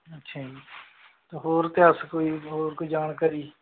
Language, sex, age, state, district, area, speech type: Punjabi, male, 45-60, Punjab, Muktsar, urban, conversation